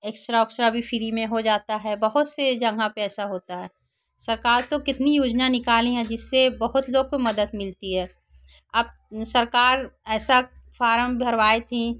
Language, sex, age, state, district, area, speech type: Hindi, female, 30-45, Uttar Pradesh, Chandauli, rural, spontaneous